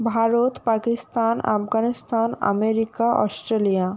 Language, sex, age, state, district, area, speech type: Bengali, female, 18-30, West Bengal, Purba Medinipur, rural, spontaneous